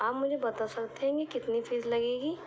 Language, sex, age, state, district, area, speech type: Urdu, female, 18-30, Delhi, East Delhi, urban, spontaneous